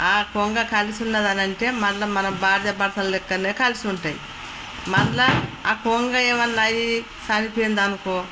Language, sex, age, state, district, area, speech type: Telugu, female, 60+, Telangana, Peddapalli, rural, spontaneous